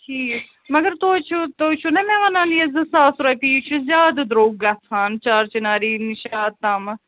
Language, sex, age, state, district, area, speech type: Kashmiri, female, 60+, Jammu and Kashmir, Srinagar, urban, conversation